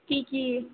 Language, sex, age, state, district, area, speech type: Assamese, female, 18-30, Assam, Nalbari, rural, conversation